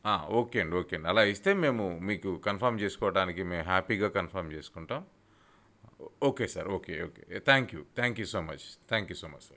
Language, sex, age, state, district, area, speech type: Telugu, male, 30-45, Andhra Pradesh, Bapatla, urban, spontaneous